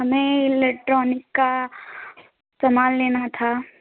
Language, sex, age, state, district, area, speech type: Hindi, female, 18-30, Uttar Pradesh, Prayagraj, rural, conversation